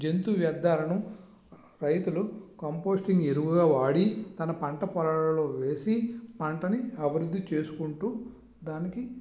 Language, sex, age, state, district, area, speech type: Telugu, male, 45-60, Andhra Pradesh, Visakhapatnam, rural, spontaneous